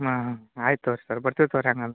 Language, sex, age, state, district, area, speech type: Kannada, male, 30-45, Karnataka, Gadag, rural, conversation